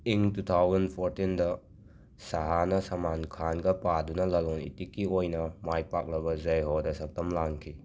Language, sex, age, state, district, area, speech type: Manipuri, male, 30-45, Manipur, Imphal West, urban, read